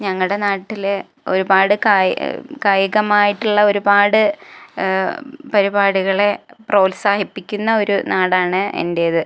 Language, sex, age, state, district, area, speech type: Malayalam, female, 18-30, Kerala, Malappuram, rural, spontaneous